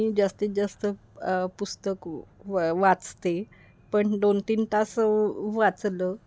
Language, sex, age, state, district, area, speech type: Marathi, female, 45-60, Maharashtra, Kolhapur, urban, spontaneous